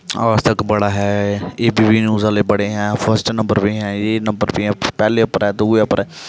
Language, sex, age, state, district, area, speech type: Dogri, male, 18-30, Jammu and Kashmir, Jammu, rural, spontaneous